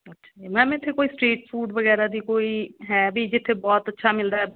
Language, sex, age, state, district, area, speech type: Punjabi, female, 30-45, Punjab, Rupnagar, urban, conversation